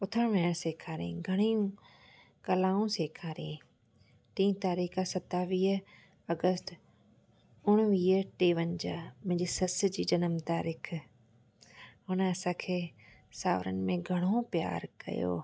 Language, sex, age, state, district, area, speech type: Sindhi, female, 30-45, Rajasthan, Ajmer, urban, spontaneous